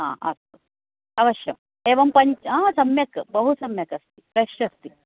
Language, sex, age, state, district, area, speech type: Sanskrit, female, 45-60, Karnataka, Uttara Kannada, urban, conversation